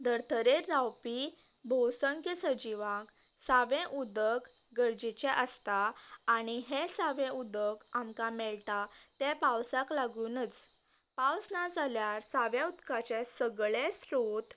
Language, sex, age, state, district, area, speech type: Goan Konkani, female, 18-30, Goa, Canacona, rural, spontaneous